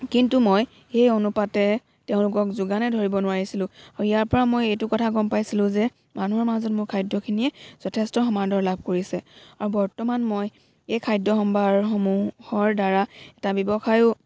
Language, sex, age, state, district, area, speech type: Assamese, female, 18-30, Assam, Dibrugarh, rural, spontaneous